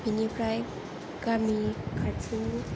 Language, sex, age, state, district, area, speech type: Bodo, female, 18-30, Assam, Kokrajhar, rural, spontaneous